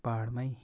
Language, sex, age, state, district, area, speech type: Nepali, male, 18-30, West Bengal, Darjeeling, rural, spontaneous